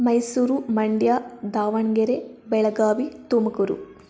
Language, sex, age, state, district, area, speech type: Kannada, female, 18-30, Karnataka, Davanagere, rural, spontaneous